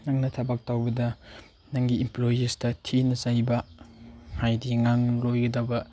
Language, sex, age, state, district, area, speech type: Manipuri, male, 18-30, Manipur, Chandel, rural, spontaneous